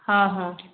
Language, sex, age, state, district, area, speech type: Odia, female, 45-60, Odisha, Gajapati, rural, conversation